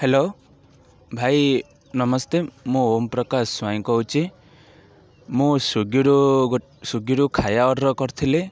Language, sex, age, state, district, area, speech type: Odia, male, 30-45, Odisha, Ganjam, urban, spontaneous